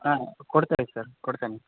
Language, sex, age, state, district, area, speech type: Kannada, male, 18-30, Karnataka, Gadag, rural, conversation